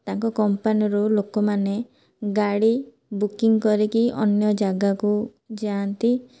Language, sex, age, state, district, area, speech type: Odia, female, 30-45, Odisha, Boudh, rural, spontaneous